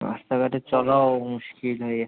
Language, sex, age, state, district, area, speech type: Bengali, male, 18-30, West Bengal, Kolkata, urban, conversation